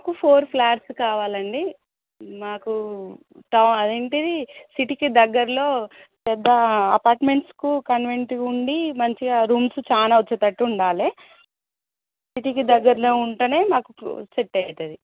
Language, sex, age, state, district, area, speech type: Telugu, female, 18-30, Telangana, Jangaon, rural, conversation